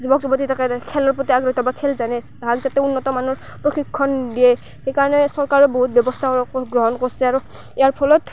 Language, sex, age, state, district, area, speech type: Assamese, female, 18-30, Assam, Barpeta, rural, spontaneous